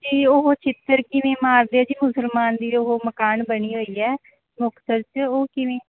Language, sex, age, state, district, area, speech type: Punjabi, female, 18-30, Punjab, Muktsar, urban, conversation